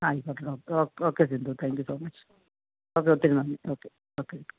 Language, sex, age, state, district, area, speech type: Malayalam, female, 60+, Kerala, Kasaragod, urban, conversation